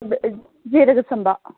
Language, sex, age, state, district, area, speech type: Tamil, female, 30-45, Tamil Nadu, Nilgiris, urban, conversation